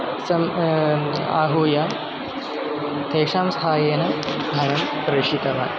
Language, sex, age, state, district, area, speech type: Sanskrit, male, 18-30, Kerala, Thrissur, rural, spontaneous